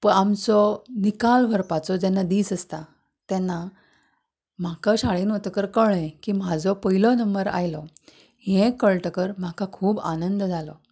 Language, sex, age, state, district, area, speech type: Goan Konkani, female, 30-45, Goa, Canacona, rural, spontaneous